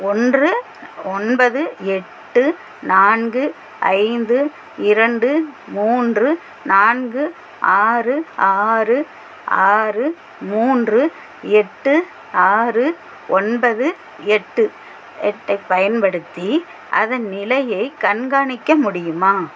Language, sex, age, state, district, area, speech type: Tamil, female, 60+, Tamil Nadu, Madurai, rural, read